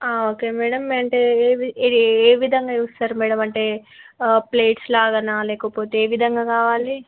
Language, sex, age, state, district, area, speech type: Telugu, female, 18-30, Telangana, Peddapalli, rural, conversation